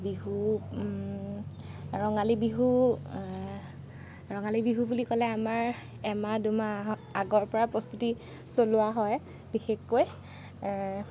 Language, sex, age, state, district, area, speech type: Assamese, female, 30-45, Assam, Lakhimpur, rural, spontaneous